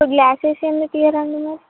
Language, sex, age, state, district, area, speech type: Telugu, female, 18-30, Telangana, Komaram Bheem, urban, conversation